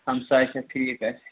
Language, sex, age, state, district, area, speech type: Kashmiri, male, 18-30, Jammu and Kashmir, Budgam, rural, conversation